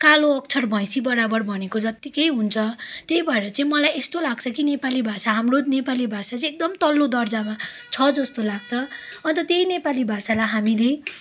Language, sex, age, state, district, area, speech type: Nepali, female, 18-30, West Bengal, Darjeeling, rural, spontaneous